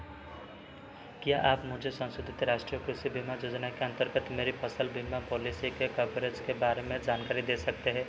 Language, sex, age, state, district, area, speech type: Hindi, male, 18-30, Madhya Pradesh, Seoni, urban, read